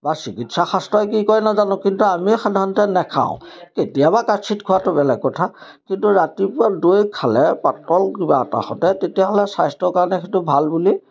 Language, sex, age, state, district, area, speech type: Assamese, male, 60+, Assam, Majuli, urban, spontaneous